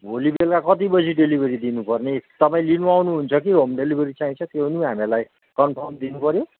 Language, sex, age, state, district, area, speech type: Nepali, male, 60+, West Bengal, Kalimpong, rural, conversation